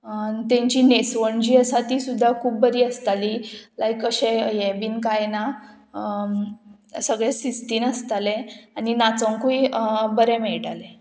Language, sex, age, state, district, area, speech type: Goan Konkani, female, 18-30, Goa, Murmgao, urban, spontaneous